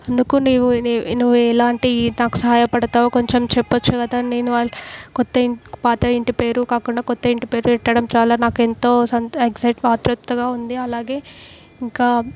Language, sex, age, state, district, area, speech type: Telugu, female, 18-30, Telangana, Medak, urban, spontaneous